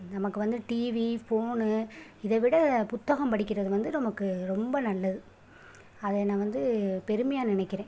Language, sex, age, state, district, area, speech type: Tamil, female, 30-45, Tamil Nadu, Pudukkottai, rural, spontaneous